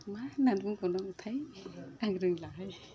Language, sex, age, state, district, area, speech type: Bodo, female, 45-60, Assam, Udalguri, rural, spontaneous